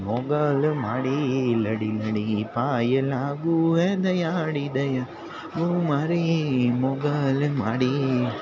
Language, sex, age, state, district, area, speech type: Gujarati, male, 18-30, Gujarat, Junagadh, urban, spontaneous